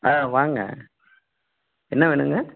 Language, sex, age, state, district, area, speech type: Tamil, male, 45-60, Tamil Nadu, Dharmapuri, rural, conversation